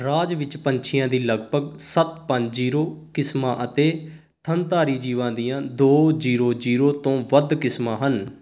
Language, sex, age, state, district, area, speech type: Punjabi, male, 18-30, Punjab, Sangrur, urban, read